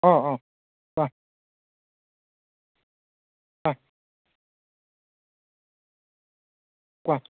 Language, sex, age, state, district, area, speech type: Assamese, male, 30-45, Assam, Morigaon, rural, conversation